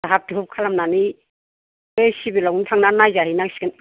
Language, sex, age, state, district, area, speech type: Bodo, female, 60+, Assam, Kokrajhar, rural, conversation